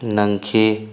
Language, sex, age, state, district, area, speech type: Manipuri, male, 18-30, Manipur, Tengnoupal, rural, read